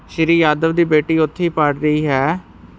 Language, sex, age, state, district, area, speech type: Punjabi, male, 45-60, Punjab, Ludhiana, urban, read